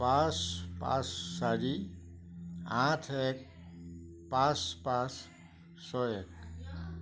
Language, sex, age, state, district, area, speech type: Assamese, male, 60+, Assam, Majuli, rural, read